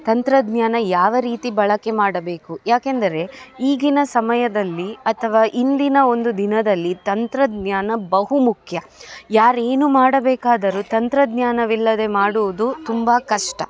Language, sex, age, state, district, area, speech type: Kannada, female, 30-45, Karnataka, Dakshina Kannada, urban, spontaneous